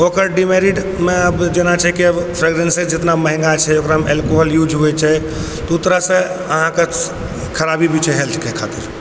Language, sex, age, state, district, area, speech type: Maithili, male, 30-45, Bihar, Purnia, rural, spontaneous